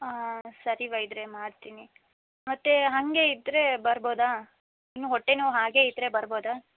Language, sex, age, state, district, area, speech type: Kannada, female, 18-30, Karnataka, Chikkaballapur, rural, conversation